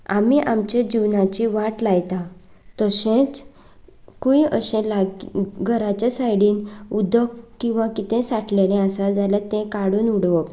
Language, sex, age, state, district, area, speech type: Goan Konkani, female, 18-30, Goa, Canacona, rural, spontaneous